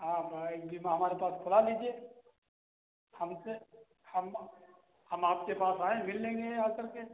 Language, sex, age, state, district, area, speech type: Hindi, male, 30-45, Uttar Pradesh, Sitapur, rural, conversation